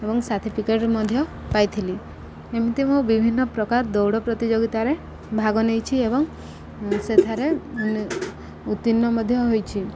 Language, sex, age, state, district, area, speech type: Odia, female, 18-30, Odisha, Subarnapur, urban, spontaneous